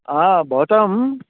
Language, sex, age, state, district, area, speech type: Sanskrit, male, 30-45, Karnataka, Bangalore Urban, urban, conversation